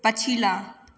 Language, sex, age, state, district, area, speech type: Maithili, female, 18-30, Bihar, Begusarai, urban, read